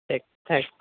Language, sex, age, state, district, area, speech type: Urdu, male, 18-30, Bihar, Purnia, rural, conversation